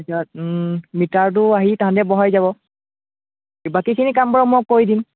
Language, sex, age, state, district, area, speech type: Assamese, male, 30-45, Assam, Biswanath, rural, conversation